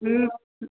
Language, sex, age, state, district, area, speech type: Sindhi, female, 30-45, Rajasthan, Ajmer, urban, conversation